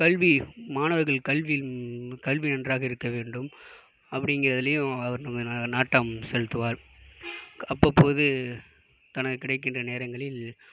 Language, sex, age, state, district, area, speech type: Tamil, male, 18-30, Tamil Nadu, Mayiladuthurai, urban, spontaneous